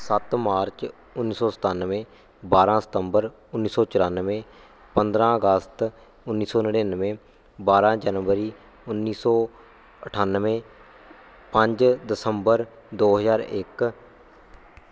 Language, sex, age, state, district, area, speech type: Punjabi, male, 18-30, Punjab, Shaheed Bhagat Singh Nagar, rural, spontaneous